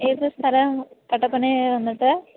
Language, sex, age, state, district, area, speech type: Malayalam, female, 18-30, Kerala, Idukki, rural, conversation